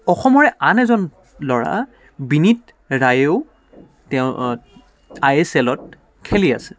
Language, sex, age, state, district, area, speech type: Assamese, male, 18-30, Assam, Dibrugarh, urban, spontaneous